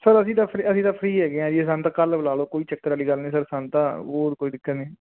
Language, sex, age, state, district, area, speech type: Punjabi, male, 18-30, Punjab, Fazilka, urban, conversation